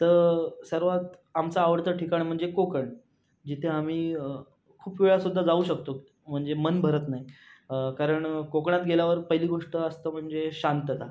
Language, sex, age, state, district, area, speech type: Marathi, male, 18-30, Maharashtra, Raigad, rural, spontaneous